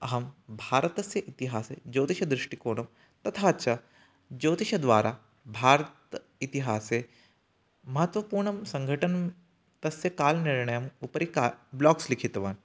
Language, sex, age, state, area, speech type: Sanskrit, male, 18-30, Chhattisgarh, urban, spontaneous